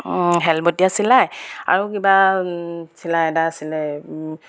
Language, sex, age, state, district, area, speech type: Assamese, female, 30-45, Assam, Sivasagar, rural, spontaneous